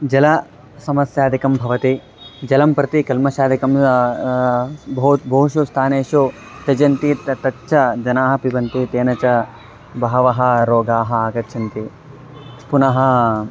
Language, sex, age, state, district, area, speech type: Sanskrit, male, 18-30, Karnataka, Mandya, rural, spontaneous